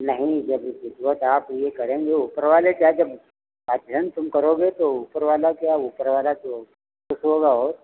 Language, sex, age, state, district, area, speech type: Hindi, male, 60+, Uttar Pradesh, Lucknow, urban, conversation